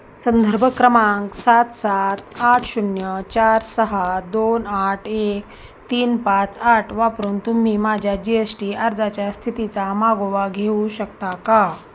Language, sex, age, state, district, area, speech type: Marathi, female, 30-45, Maharashtra, Osmanabad, rural, read